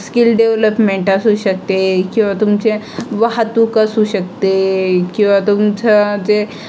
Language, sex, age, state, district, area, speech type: Marathi, female, 18-30, Maharashtra, Aurangabad, rural, spontaneous